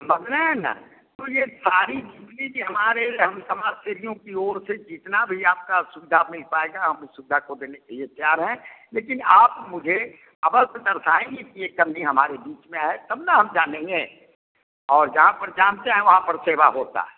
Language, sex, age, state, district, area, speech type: Hindi, male, 60+, Bihar, Vaishali, rural, conversation